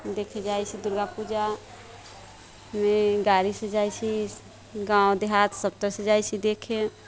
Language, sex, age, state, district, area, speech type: Maithili, female, 30-45, Bihar, Sitamarhi, rural, spontaneous